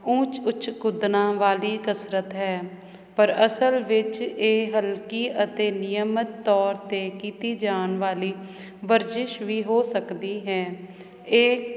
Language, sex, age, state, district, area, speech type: Punjabi, female, 30-45, Punjab, Hoshiarpur, urban, spontaneous